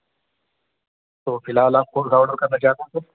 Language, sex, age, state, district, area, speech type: Urdu, male, 30-45, Delhi, North East Delhi, urban, conversation